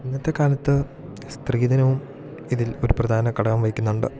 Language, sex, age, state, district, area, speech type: Malayalam, male, 18-30, Kerala, Idukki, rural, spontaneous